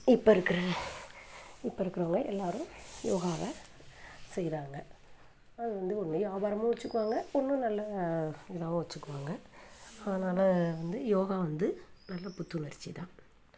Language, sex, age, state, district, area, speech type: Tamil, female, 60+, Tamil Nadu, Thanjavur, urban, spontaneous